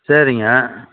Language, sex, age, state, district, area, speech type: Tamil, male, 60+, Tamil Nadu, Salem, urban, conversation